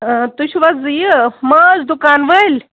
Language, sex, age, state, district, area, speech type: Kashmiri, female, 30-45, Jammu and Kashmir, Baramulla, rural, conversation